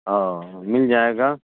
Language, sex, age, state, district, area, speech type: Urdu, male, 30-45, Bihar, Supaul, urban, conversation